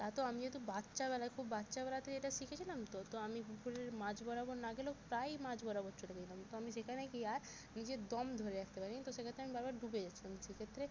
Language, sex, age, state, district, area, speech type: Bengali, female, 18-30, West Bengal, Jalpaiguri, rural, spontaneous